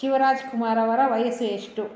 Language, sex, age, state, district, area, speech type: Kannada, female, 30-45, Karnataka, Bangalore Rural, urban, read